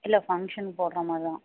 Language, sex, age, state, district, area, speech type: Tamil, female, 30-45, Tamil Nadu, Mayiladuthurai, urban, conversation